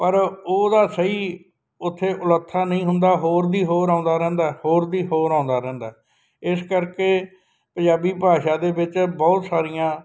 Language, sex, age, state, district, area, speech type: Punjabi, male, 60+, Punjab, Bathinda, rural, spontaneous